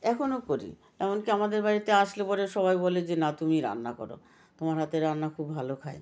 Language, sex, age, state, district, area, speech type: Bengali, female, 60+, West Bengal, South 24 Parganas, rural, spontaneous